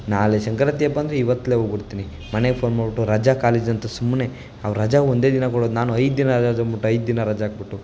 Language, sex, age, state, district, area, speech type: Kannada, male, 18-30, Karnataka, Chamarajanagar, rural, spontaneous